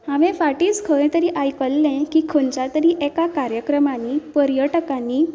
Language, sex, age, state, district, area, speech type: Goan Konkani, female, 18-30, Goa, Canacona, rural, spontaneous